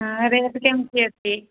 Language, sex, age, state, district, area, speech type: Odia, female, 45-60, Odisha, Angul, rural, conversation